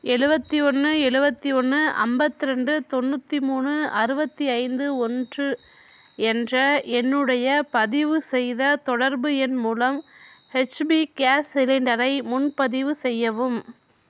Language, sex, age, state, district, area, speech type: Tamil, female, 60+, Tamil Nadu, Mayiladuthurai, urban, read